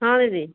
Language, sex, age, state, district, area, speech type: Odia, female, 45-60, Odisha, Angul, rural, conversation